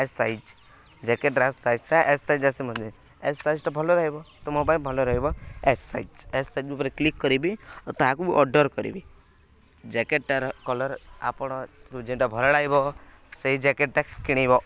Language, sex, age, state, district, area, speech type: Odia, male, 18-30, Odisha, Nuapada, rural, spontaneous